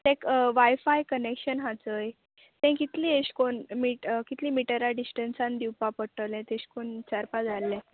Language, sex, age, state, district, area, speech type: Goan Konkani, female, 18-30, Goa, Murmgao, rural, conversation